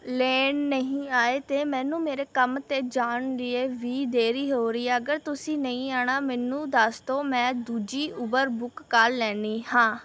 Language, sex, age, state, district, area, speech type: Punjabi, female, 18-30, Punjab, Rupnagar, rural, spontaneous